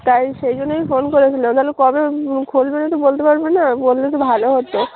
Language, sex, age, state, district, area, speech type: Bengali, female, 18-30, West Bengal, Darjeeling, urban, conversation